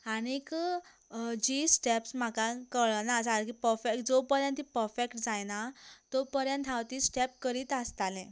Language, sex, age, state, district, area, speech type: Goan Konkani, female, 18-30, Goa, Canacona, rural, spontaneous